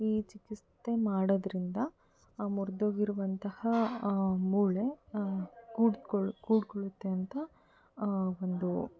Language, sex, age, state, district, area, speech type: Kannada, female, 30-45, Karnataka, Davanagere, rural, spontaneous